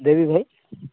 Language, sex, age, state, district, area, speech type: Odia, male, 18-30, Odisha, Koraput, urban, conversation